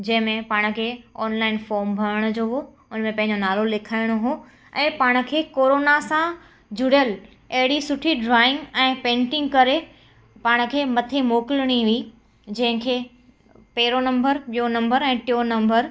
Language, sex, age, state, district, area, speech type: Sindhi, female, 18-30, Gujarat, Kutch, urban, spontaneous